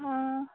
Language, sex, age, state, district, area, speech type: Goan Konkani, female, 18-30, Goa, Quepem, rural, conversation